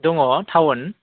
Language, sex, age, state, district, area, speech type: Bodo, male, 18-30, Assam, Udalguri, rural, conversation